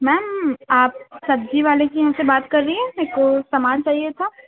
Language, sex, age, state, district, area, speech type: Urdu, female, 18-30, Uttar Pradesh, Gautam Buddha Nagar, rural, conversation